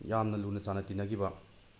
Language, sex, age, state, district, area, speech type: Manipuri, male, 30-45, Manipur, Bishnupur, rural, spontaneous